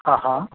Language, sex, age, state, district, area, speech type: Sindhi, male, 45-60, Maharashtra, Thane, urban, conversation